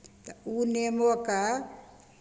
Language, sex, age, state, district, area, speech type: Maithili, female, 60+, Bihar, Begusarai, rural, spontaneous